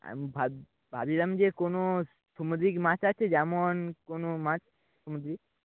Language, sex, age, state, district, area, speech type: Bengali, male, 30-45, West Bengal, Nadia, rural, conversation